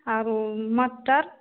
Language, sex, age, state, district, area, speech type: Maithili, female, 18-30, Bihar, Samastipur, rural, conversation